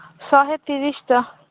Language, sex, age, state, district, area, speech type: Odia, female, 30-45, Odisha, Malkangiri, urban, conversation